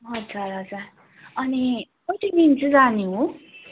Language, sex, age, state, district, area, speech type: Nepali, female, 18-30, West Bengal, Darjeeling, rural, conversation